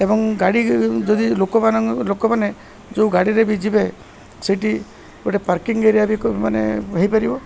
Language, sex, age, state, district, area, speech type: Odia, male, 60+, Odisha, Koraput, urban, spontaneous